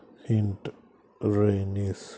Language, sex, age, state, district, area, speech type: Telugu, male, 30-45, Andhra Pradesh, Krishna, urban, spontaneous